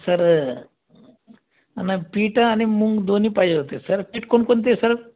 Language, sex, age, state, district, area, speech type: Marathi, male, 30-45, Maharashtra, Buldhana, rural, conversation